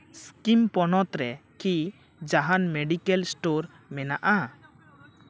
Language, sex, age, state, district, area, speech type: Santali, male, 18-30, West Bengal, Purba Bardhaman, rural, read